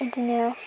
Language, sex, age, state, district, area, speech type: Bodo, female, 18-30, Assam, Baksa, rural, spontaneous